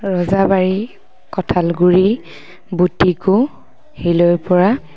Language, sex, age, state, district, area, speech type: Assamese, female, 18-30, Assam, Dhemaji, urban, spontaneous